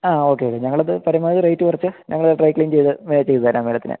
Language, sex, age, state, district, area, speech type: Malayalam, male, 30-45, Kerala, Idukki, rural, conversation